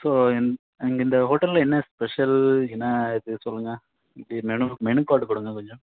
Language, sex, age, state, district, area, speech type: Tamil, male, 18-30, Tamil Nadu, Krishnagiri, rural, conversation